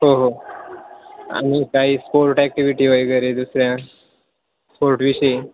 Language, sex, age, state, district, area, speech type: Marathi, male, 18-30, Maharashtra, Ahmednagar, urban, conversation